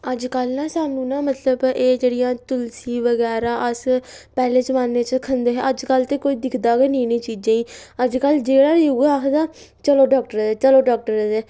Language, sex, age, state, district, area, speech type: Dogri, female, 18-30, Jammu and Kashmir, Samba, rural, spontaneous